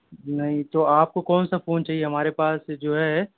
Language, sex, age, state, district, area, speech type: Urdu, male, 30-45, Delhi, South Delhi, rural, conversation